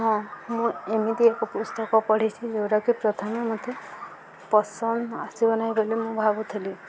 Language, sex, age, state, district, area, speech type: Odia, female, 18-30, Odisha, Subarnapur, urban, spontaneous